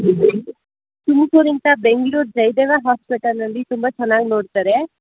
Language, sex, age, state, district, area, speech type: Kannada, female, 18-30, Karnataka, Tumkur, urban, conversation